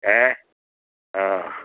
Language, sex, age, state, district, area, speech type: Kannada, male, 60+, Karnataka, Mysore, urban, conversation